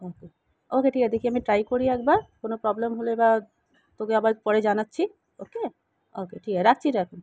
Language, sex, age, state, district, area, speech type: Bengali, female, 30-45, West Bengal, Kolkata, urban, spontaneous